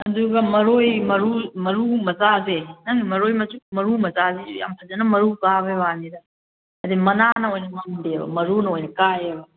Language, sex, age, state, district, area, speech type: Manipuri, female, 30-45, Manipur, Kakching, rural, conversation